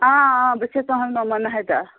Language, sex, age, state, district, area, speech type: Kashmiri, female, 18-30, Jammu and Kashmir, Pulwama, rural, conversation